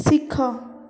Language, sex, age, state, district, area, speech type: Odia, female, 18-30, Odisha, Puri, urban, read